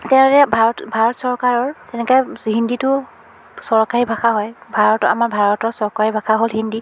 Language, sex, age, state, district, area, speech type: Assamese, female, 45-60, Assam, Biswanath, rural, spontaneous